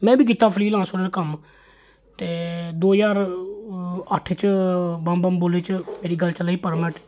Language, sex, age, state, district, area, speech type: Dogri, male, 30-45, Jammu and Kashmir, Jammu, urban, spontaneous